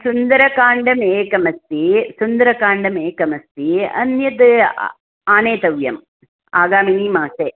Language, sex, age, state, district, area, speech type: Sanskrit, female, 60+, Karnataka, Hassan, rural, conversation